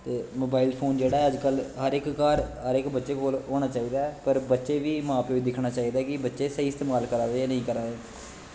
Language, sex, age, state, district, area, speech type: Dogri, male, 18-30, Jammu and Kashmir, Kathua, rural, spontaneous